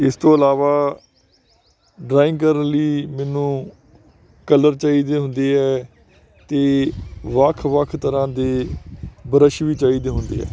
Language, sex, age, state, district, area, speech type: Punjabi, male, 45-60, Punjab, Faridkot, urban, spontaneous